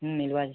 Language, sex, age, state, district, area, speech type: Odia, male, 18-30, Odisha, Bargarh, urban, conversation